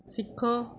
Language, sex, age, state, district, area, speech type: Punjabi, female, 30-45, Punjab, Pathankot, urban, read